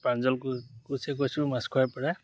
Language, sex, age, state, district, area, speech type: Assamese, male, 30-45, Assam, Dhemaji, rural, spontaneous